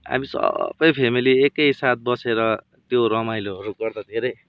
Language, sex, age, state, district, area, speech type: Nepali, male, 30-45, West Bengal, Darjeeling, rural, spontaneous